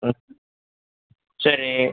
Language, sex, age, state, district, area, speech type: Tamil, male, 45-60, Tamil Nadu, Pudukkottai, rural, conversation